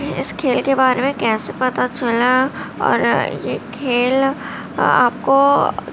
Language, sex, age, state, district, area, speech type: Urdu, female, 18-30, Uttar Pradesh, Gautam Buddha Nagar, urban, spontaneous